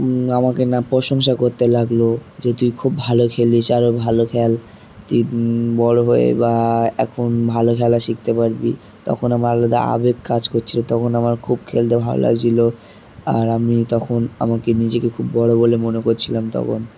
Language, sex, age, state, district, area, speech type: Bengali, male, 18-30, West Bengal, Dakshin Dinajpur, urban, spontaneous